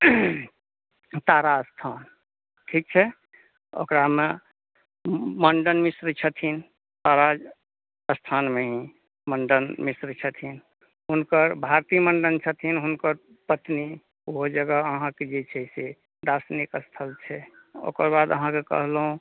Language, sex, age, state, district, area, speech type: Maithili, male, 60+, Bihar, Saharsa, urban, conversation